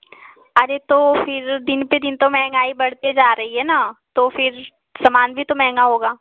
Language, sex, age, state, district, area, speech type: Hindi, female, 18-30, Uttar Pradesh, Ghazipur, rural, conversation